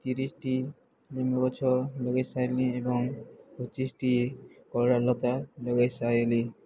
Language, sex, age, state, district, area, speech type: Odia, male, 18-30, Odisha, Subarnapur, urban, spontaneous